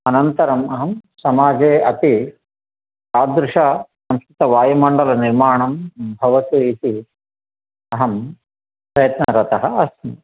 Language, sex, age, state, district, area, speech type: Sanskrit, male, 60+, Telangana, Nalgonda, urban, conversation